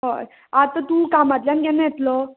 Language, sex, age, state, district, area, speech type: Goan Konkani, female, 18-30, Goa, Ponda, rural, conversation